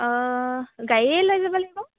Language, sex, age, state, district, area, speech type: Assamese, female, 18-30, Assam, Sivasagar, rural, conversation